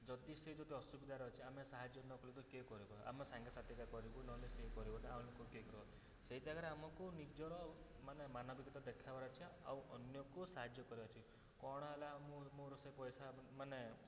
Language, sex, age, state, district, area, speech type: Odia, male, 30-45, Odisha, Cuttack, urban, spontaneous